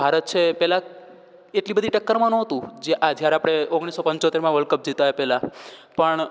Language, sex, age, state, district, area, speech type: Gujarati, male, 18-30, Gujarat, Rajkot, rural, spontaneous